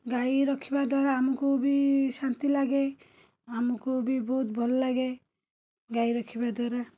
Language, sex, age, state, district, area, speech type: Odia, female, 30-45, Odisha, Cuttack, urban, spontaneous